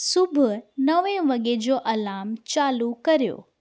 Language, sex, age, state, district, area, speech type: Sindhi, female, 18-30, Gujarat, Surat, urban, read